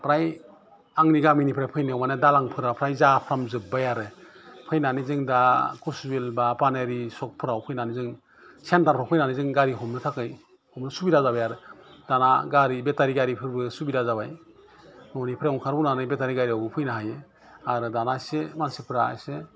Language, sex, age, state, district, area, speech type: Bodo, male, 45-60, Assam, Udalguri, urban, spontaneous